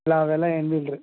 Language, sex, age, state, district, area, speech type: Kannada, male, 30-45, Karnataka, Bidar, urban, conversation